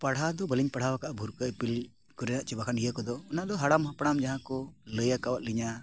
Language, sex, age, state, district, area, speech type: Santali, male, 45-60, Jharkhand, Bokaro, rural, spontaneous